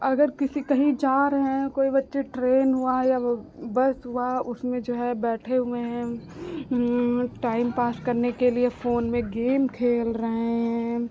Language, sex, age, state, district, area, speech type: Hindi, female, 30-45, Uttar Pradesh, Lucknow, rural, spontaneous